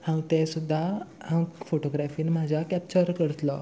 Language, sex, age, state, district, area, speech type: Goan Konkani, male, 18-30, Goa, Salcete, urban, spontaneous